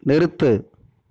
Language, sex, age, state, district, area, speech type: Tamil, male, 30-45, Tamil Nadu, Erode, rural, read